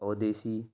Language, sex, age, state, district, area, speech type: Urdu, male, 18-30, Uttar Pradesh, Ghaziabad, urban, spontaneous